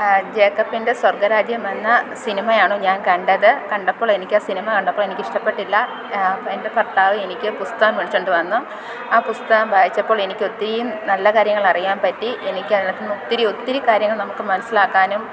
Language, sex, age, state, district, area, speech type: Malayalam, female, 30-45, Kerala, Alappuzha, rural, spontaneous